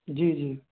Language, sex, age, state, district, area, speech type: Hindi, male, 30-45, Uttar Pradesh, Sitapur, rural, conversation